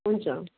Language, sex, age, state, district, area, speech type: Nepali, female, 45-60, West Bengal, Darjeeling, rural, conversation